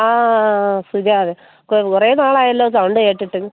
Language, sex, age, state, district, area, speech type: Malayalam, female, 45-60, Kerala, Thiruvananthapuram, urban, conversation